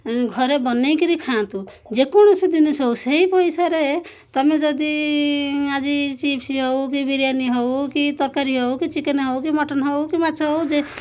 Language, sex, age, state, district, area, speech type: Odia, female, 45-60, Odisha, Koraput, urban, spontaneous